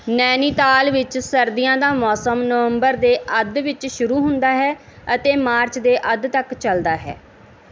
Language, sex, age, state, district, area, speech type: Punjabi, female, 30-45, Punjab, Barnala, urban, read